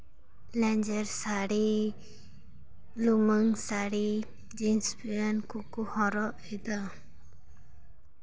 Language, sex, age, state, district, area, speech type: Santali, female, 18-30, West Bengal, Paschim Bardhaman, rural, spontaneous